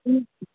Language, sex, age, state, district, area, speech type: Sanskrit, female, 30-45, Karnataka, Bangalore Urban, urban, conversation